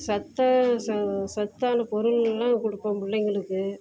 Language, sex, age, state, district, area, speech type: Tamil, female, 30-45, Tamil Nadu, Salem, rural, spontaneous